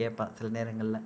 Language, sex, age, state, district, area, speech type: Tamil, male, 45-60, Tamil Nadu, Thanjavur, rural, spontaneous